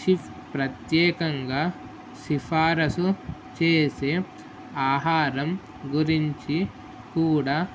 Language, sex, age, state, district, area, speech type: Telugu, male, 18-30, Telangana, Mahabubabad, urban, spontaneous